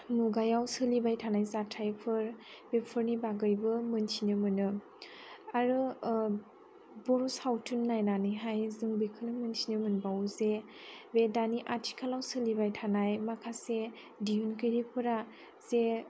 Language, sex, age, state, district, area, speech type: Bodo, female, 18-30, Assam, Chirang, rural, spontaneous